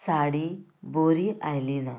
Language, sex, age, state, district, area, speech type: Goan Konkani, female, 18-30, Goa, Canacona, rural, spontaneous